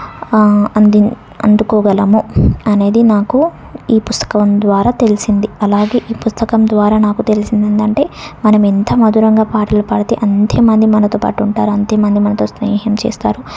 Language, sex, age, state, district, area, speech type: Telugu, female, 18-30, Telangana, Suryapet, urban, spontaneous